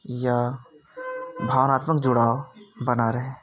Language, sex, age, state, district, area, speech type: Hindi, male, 30-45, Uttar Pradesh, Jaunpur, rural, spontaneous